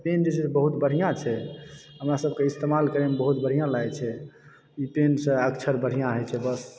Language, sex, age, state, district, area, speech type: Maithili, male, 30-45, Bihar, Supaul, rural, spontaneous